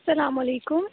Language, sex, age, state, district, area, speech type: Urdu, female, 18-30, Uttar Pradesh, Aligarh, urban, conversation